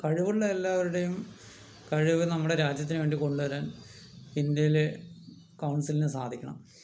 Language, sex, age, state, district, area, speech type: Malayalam, male, 18-30, Kerala, Palakkad, rural, spontaneous